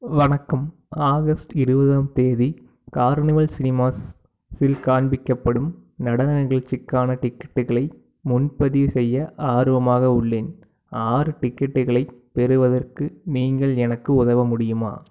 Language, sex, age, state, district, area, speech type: Tamil, male, 18-30, Tamil Nadu, Tiruppur, urban, read